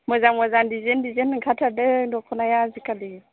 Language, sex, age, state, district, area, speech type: Bodo, female, 30-45, Assam, Chirang, urban, conversation